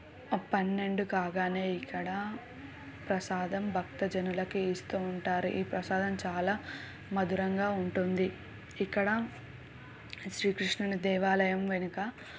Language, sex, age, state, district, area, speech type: Telugu, female, 18-30, Telangana, Suryapet, urban, spontaneous